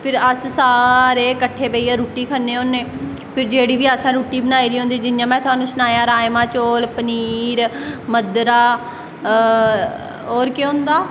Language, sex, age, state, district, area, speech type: Dogri, female, 18-30, Jammu and Kashmir, Samba, rural, spontaneous